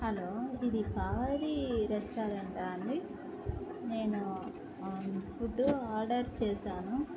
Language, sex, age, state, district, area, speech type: Telugu, female, 18-30, Andhra Pradesh, Kadapa, urban, spontaneous